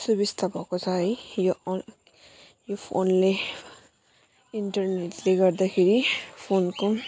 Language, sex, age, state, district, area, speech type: Nepali, female, 30-45, West Bengal, Jalpaiguri, urban, spontaneous